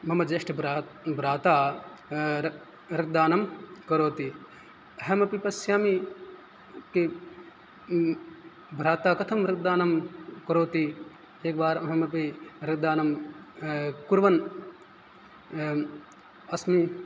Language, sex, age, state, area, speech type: Sanskrit, male, 18-30, Rajasthan, rural, spontaneous